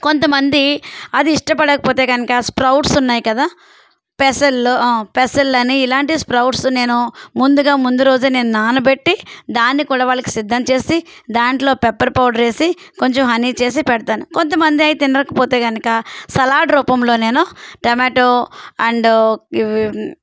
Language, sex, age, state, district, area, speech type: Telugu, female, 45-60, Andhra Pradesh, Eluru, rural, spontaneous